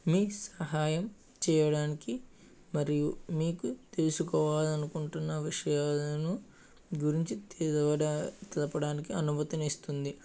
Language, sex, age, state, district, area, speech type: Telugu, male, 45-60, Andhra Pradesh, Eluru, rural, spontaneous